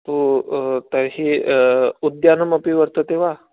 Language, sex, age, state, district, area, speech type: Sanskrit, male, 18-30, Rajasthan, Jaipur, urban, conversation